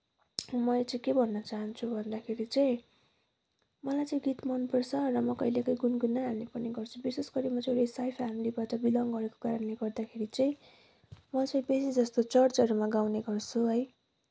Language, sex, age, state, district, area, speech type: Nepali, female, 18-30, West Bengal, Kalimpong, rural, spontaneous